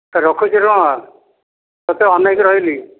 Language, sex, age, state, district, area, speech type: Odia, male, 60+, Odisha, Dhenkanal, rural, conversation